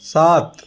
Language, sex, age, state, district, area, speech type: Hindi, male, 45-60, Uttar Pradesh, Azamgarh, rural, read